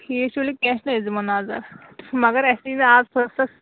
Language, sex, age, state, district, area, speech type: Kashmiri, female, 30-45, Jammu and Kashmir, Kulgam, rural, conversation